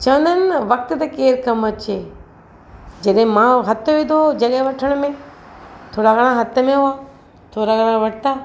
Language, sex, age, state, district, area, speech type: Sindhi, female, 45-60, Maharashtra, Mumbai Suburban, urban, spontaneous